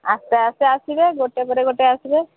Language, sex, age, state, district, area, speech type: Odia, female, 45-60, Odisha, Sambalpur, rural, conversation